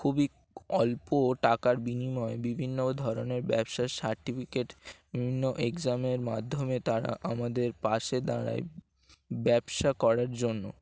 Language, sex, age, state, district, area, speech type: Bengali, male, 18-30, West Bengal, Dakshin Dinajpur, urban, spontaneous